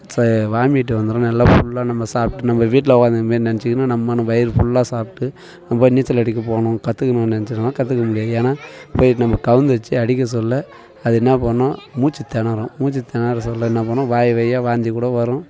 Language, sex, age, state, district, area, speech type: Tamil, male, 45-60, Tamil Nadu, Tiruvannamalai, rural, spontaneous